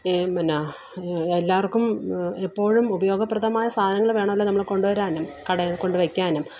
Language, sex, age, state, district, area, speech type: Malayalam, female, 45-60, Kerala, Alappuzha, rural, spontaneous